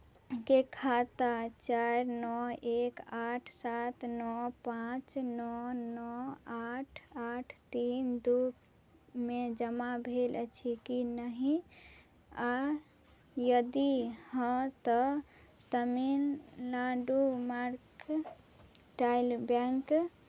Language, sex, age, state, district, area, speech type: Maithili, female, 18-30, Bihar, Madhubani, rural, read